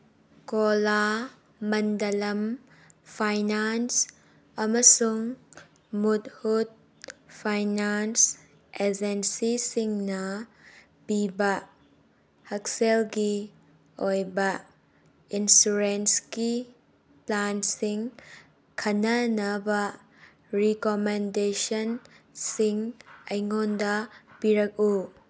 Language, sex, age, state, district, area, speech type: Manipuri, female, 18-30, Manipur, Kangpokpi, urban, read